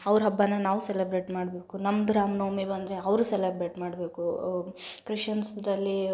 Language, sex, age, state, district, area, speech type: Kannada, female, 18-30, Karnataka, Gulbarga, urban, spontaneous